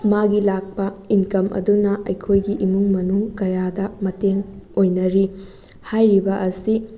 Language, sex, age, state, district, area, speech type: Manipuri, female, 18-30, Manipur, Thoubal, rural, spontaneous